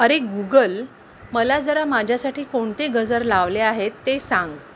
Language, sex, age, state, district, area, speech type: Marathi, female, 30-45, Maharashtra, Mumbai Suburban, urban, read